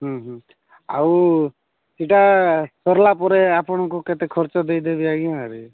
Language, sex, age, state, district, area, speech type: Odia, male, 45-60, Odisha, Nabarangpur, rural, conversation